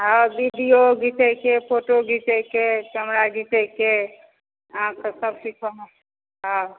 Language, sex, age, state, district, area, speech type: Maithili, female, 60+, Bihar, Supaul, urban, conversation